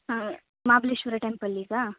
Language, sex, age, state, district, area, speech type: Kannada, female, 30-45, Karnataka, Uttara Kannada, rural, conversation